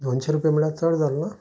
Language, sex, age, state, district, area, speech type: Goan Konkani, male, 45-60, Goa, Canacona, rural, spontaneous